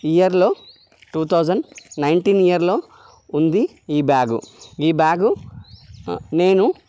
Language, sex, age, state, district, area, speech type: Telugu, male, 30-45, Telangana, Karimnagar, rural, spontaneous